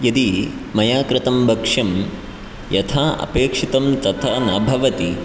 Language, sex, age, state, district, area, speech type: Sanskrit, male, 18-30, Karnataka, Chikkamagaluru, rural, spontaneous